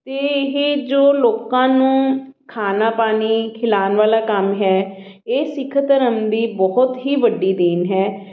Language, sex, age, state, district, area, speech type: Punjabi, female, 45-60, Punjab, Patiala, urban, spontaneous